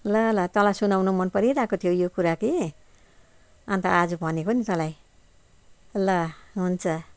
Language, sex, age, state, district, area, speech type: Nepali, female, 60+, West Bengal, Kalimpong, rural, spontaneous